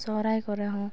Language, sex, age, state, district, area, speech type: Santali, female, 18-30, Jharkhand, East Singhbhum, rural, spontaneous